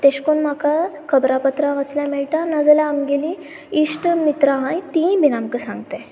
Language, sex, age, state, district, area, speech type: Goan Konkani, female, 18-30, Goa, Sanguem, rural, spontaneous